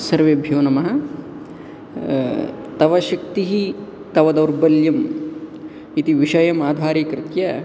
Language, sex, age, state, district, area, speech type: Sanskrit, male, 18-30, Andhra Pradesh, Guntur, urban, spontaneous